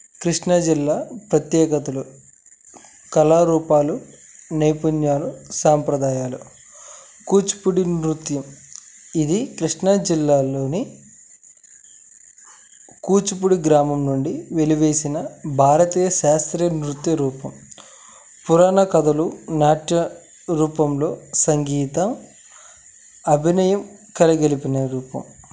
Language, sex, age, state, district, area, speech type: Telugu, male, 18-30, Andhra Pradesh, Krishna, rural, spontaneous